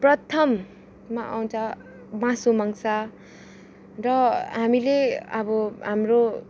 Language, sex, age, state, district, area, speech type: Nepali, female, 18-30, West Bengal, Kalimpong, rural, spontaneous